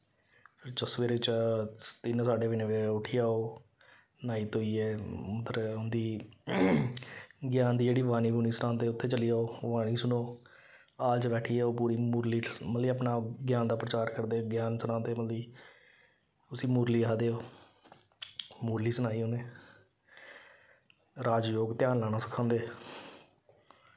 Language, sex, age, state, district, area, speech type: Dogri, male, 30-45, Jammu and Kashmir, Samba, rural, spontaneous